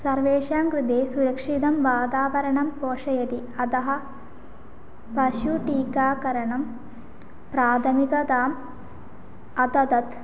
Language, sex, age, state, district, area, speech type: Sanskrit, female, 18-30, Kerala, Malappuram, urban, spontaneous